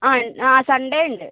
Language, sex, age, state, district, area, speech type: Malayalam, female, 60+, Kerala, Kozhikode, urban, conversation